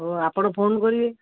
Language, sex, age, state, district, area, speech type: Odia, female, 45-60, Odisha, Angul, rural, conversation